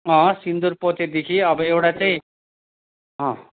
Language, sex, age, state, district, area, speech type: Nepali, male, 60+, West Bengal, Kalimpong, rural, conversation